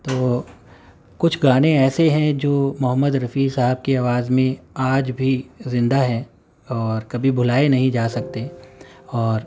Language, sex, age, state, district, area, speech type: Urdu, male, 30-45, Uttar Pradesh, Gautam Buddha Nagar, urban, spontaneous